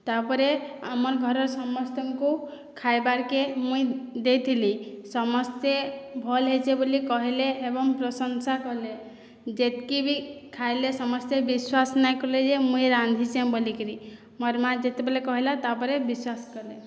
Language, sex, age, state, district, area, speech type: Odia, female, 30-45, Odisha, Boudh, rural, spontaneous